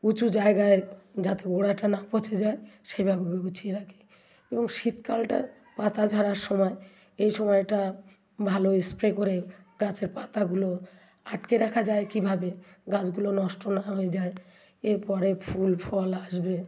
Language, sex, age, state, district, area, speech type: Bengali, female, 60+, West Bengal, South 24 Parganas, rural, spontaneous